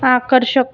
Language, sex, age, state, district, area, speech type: Marathi, female, 30-45, Maharashtra, Buldhana, rural, read